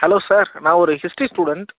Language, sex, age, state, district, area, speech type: Tamil, male, 18-30, Tamil Nadu, Nagapattinam, rural, conversation